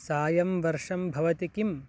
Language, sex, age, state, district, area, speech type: Sanskrit, male, 18-30, Karnataka, Chikkaballapur, rural, read